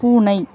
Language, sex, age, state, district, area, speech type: Tamil, female, 30-45, Tamil Nadu, Kanchipuram, urban, read